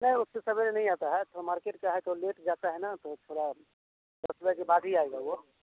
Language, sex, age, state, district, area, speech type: Hindi, male, 30-45, Bihar, Samastipur, rural, conversation